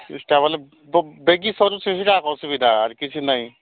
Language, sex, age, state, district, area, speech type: Odia, male, 45-60, Odisha, Nabarangpur, rural, conversation